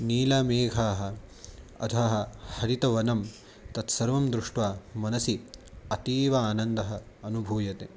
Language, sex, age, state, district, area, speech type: Sanskrit, male, 18-30, Maharashtra, Nashik, urban, spontaneous